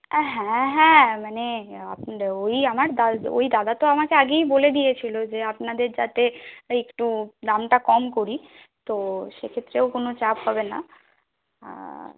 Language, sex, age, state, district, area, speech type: Bengali, other, 45-60, West Bengal, Purulia, rural, conversation